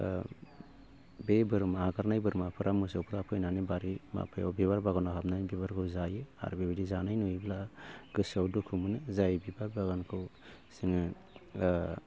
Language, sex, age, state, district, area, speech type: Bodo, male, 45-60, Assam, Baksa, urban, spontaneous